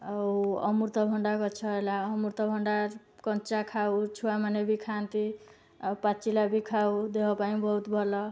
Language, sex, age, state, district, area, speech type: Odia, female, 18-30, Odisha, Cuttack, urban, spontaneous